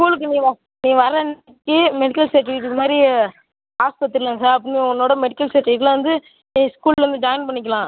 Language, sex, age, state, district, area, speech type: Tamil, male, 18-30, Tamil Nadu, Tiruchirappalli, rural, conversation